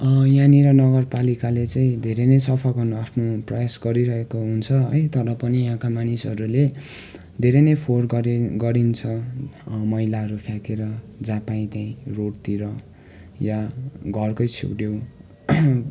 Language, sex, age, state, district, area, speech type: Nepali, male, 18-30, West Bengal, Darjeeling, rural, spontaneous